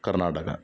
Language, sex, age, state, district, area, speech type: Malayalam, male, 30-45, Kerala, Ernakulam, rural, spontaneous